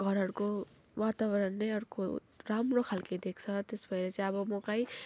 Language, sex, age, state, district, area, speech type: Nepali, female, 18-30, West Bengal, Kalimpong, rural, spontaneous